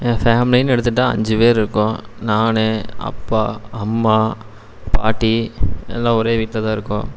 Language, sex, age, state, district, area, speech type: Tamil, male, 18-30, Tamil Nadu, Erode, rural, spontaneous